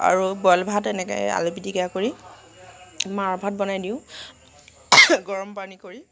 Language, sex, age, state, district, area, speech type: Assamese, female, 45-60, Assam, Nagaon, rural, spontaneous